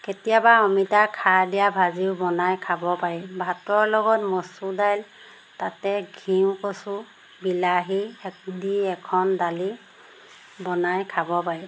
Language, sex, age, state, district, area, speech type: Assamese, female, 30-45, Assam, Golaghat, rural, spontaneous